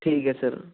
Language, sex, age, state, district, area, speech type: Punjabi, male, 18-30, Punjab, Ludhiana, urban, conversation